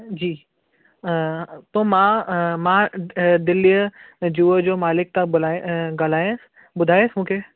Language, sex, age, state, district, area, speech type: Sindhi, male, 18-30, Delhi, South Delhi, urban, conversation